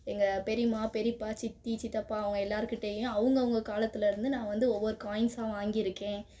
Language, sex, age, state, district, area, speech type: Tamil, female, 18-30, Tamil Nadu, Madurai, urban, spontaneous